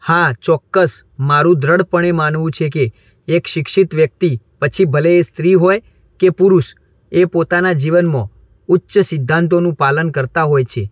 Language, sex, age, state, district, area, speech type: Gujarati, male, 18-30, Gujarat, Mehsana, rural, spontaneous